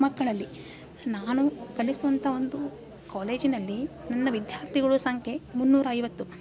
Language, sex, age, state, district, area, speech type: Kannada, female, 30-45, Karnataka, Dharwad, rural, spontaneous